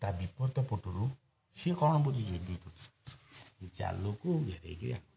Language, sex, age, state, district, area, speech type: Odia, male, 18-30, Odisha, Jagatsinghpur, rural, spontaneous